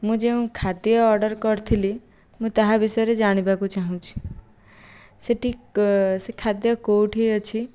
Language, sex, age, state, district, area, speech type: Odia, female, 18-30, Odisha, Jajpur, rural, spontaneous